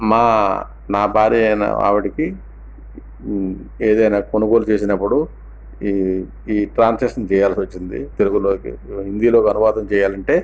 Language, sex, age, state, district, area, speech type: Telugu, male, 60+, Andhra Pradesh, Visakhapatnam, urban, spontaneous